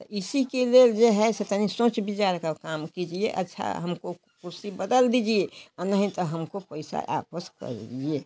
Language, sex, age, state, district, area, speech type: Hindi, female, 60+, Bihar, Samastipur, rural, spontaneous